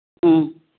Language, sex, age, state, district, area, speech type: Manipuri, female, 60+, Manipur, Kangpokpi, urban, conversation